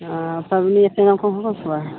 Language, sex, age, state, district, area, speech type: Maithili, female, 60+, Bihar, Begusarai, rural, conversation